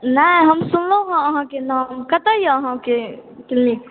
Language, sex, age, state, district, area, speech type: Maithili, male, 30-45, Bihar, Supaul, rural, conversation